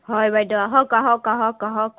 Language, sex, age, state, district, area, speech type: Assamese, female, 30-45, Assam, Sonitpur, rural, conversation